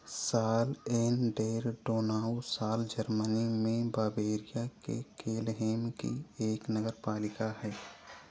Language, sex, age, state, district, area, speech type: Hindi, male, 45-60, Uttar Pradesh, Ayodhya, rural, read